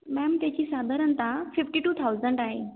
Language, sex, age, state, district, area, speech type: Marathi, female, 18-30, Maharashtra, Ahmednagar, rural, conversation